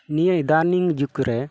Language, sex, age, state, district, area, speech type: Santali, male, 45-60, West Bengal, Malda, rural, spontaneous